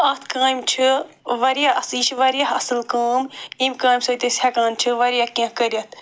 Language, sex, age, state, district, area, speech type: Kashmiri, female, 45-60, Jammu and Kashmir, Srinagar, urban, spontaneous